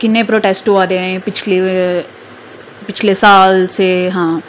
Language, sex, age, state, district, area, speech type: Dogri, female, 30-45, Jammu and Kashmir, Udhampur, urban, spontaneous